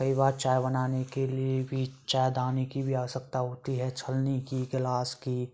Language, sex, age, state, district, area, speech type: Hindi, male, 18-30, Rajasthan, Bharatpur, rural, spontaneous